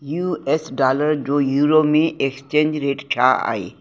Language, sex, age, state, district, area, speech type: Sindhi, female, 60+, Uttar Pradesh, Lucknow, urban, read